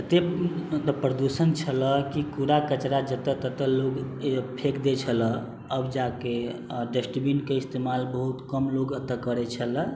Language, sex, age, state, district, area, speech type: Maithili, male, 18-30, Bihar, Sitamarhi, urban, spontaneous